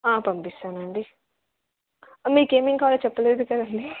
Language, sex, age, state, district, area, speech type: Telugu, female, 18-30, Telangana, Wanaparthy, urban, conversation